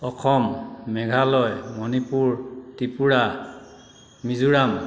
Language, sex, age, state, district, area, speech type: Assamese, male, 45-60, Assam, Dhemaji, rural, spontaneous